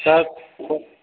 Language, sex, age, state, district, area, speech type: Gujarati, male, 18-30, Gujarat, Narmada, rural, conversation